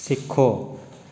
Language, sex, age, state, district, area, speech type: Punjabi, male, 18-30, Punjab, Patiala, urban, read